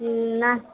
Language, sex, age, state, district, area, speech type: Bengali, female, 60+, West Bengal, Purba Bardhaman, urban, conversation